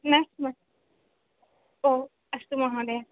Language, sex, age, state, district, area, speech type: Sanskrit, female, 18-30, Andhra Pradesh, Chittoor, urban, conversation